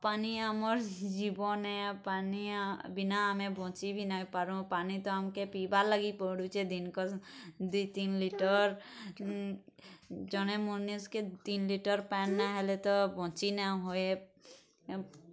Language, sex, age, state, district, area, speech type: Odia, female, 30-45, Odisha, Bargarh, urban, spontaneous